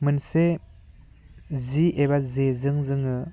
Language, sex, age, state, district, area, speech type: Bodo, male, 18-30, Assam, Udalguri, rural, spontaneous